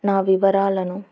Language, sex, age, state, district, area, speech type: Telugu, female, 18-30, Andhra Pradesh, Nandyal, urban, spontaneous